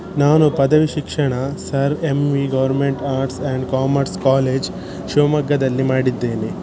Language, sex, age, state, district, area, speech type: Kannada, male, 18-30, Karnataka, Shimoga, rural, spontaneous